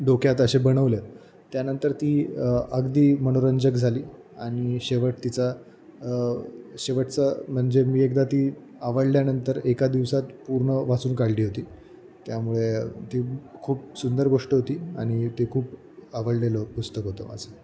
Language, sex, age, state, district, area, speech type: Marathi, male, 18-30, Maharashtra, Jalna, rural, spontaneous